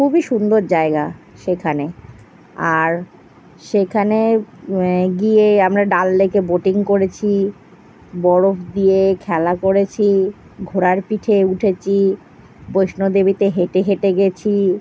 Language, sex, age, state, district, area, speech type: Bengali, female, 30-45, West Bengal, Kolkata, urban, spontaneous